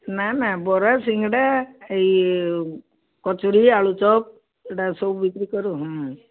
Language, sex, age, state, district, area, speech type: Odia, female, 60+, Odisha, Gajapati, rural, conversation